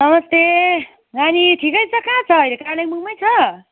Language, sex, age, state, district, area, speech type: Nepali, female, 30-45, West Bengal, Kalimpong, rural, conversation